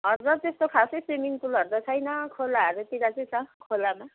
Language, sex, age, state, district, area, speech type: Nepali, female, 30-45, West Bengal, Kalimpong, rural, conversation